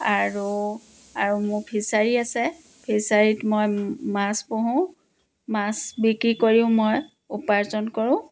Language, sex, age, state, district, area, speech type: Assamese, female, 45-60, Assam, Dibrugarh, rural, spontaneous